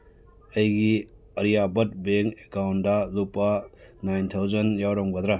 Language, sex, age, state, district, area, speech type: Manipuri, male, 60+, Manipur, Churachandpur, urban, read